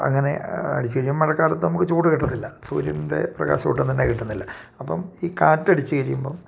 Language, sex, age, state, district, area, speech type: Malayalam, male, 45-60, Kerala, Idukki, rural, spontaneous